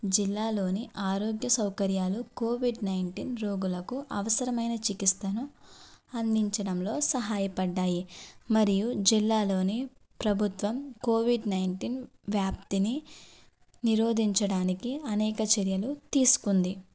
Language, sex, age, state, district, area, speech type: Telugu, female, 30-45, Andhra Pradesh, West Godavari, rural, spontaneous